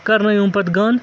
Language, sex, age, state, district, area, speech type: Kashmiri, male, 30-45, Jammu and Kashmir, Srinagar, urban, spontaneous